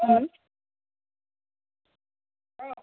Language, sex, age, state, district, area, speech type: Bengali, female, 18-30, West Bengal, Dakshin Dinajpur, urban, conversation